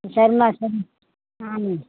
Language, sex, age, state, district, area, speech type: Tamil, female, 60+, Tamil Nadu, Pudukkottai, rural, conversation